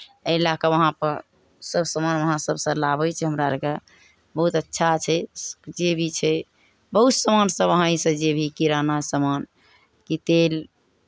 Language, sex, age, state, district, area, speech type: Maithili, female, 60+, Bihar, Araria, rural, spontaneous